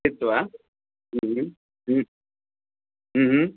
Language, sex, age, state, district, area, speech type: Sanskrit, male, 45-60, Karnataka, Shimoga, rural, conversation